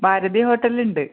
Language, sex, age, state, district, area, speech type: Malayalam, female, 45-60, Kerala, Kannur, rural, conversation